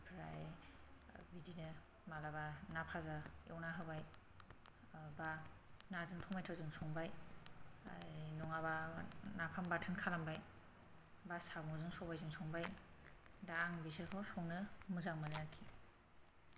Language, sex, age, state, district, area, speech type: Bodo, female, 30-45, Assam, Kokrajhar, rural, spontaneous